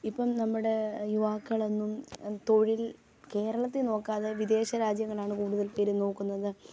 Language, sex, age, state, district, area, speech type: Malayalam, female, 18-30, Kerala, Pathanamthitta, rural, spontaneous